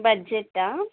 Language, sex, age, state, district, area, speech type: Telugu, female, 30-45, Andhra Pradesh, Vizianagaram, rural, conversation